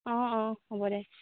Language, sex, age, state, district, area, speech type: Assamese, female, 18-30, Assam, Golaghat, urban, conversation